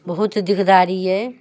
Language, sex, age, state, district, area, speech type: Maithili, female, 45-60, Bihar, Muzaffarpur, rural, spontaneous